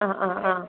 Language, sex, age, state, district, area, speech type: Malayalam, male, 18-30, Kerala, Kozhikode, urban, conversation